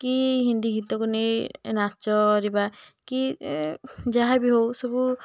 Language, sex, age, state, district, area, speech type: Odia, female, 18-30, Odisha, Puri, urban, spontaneous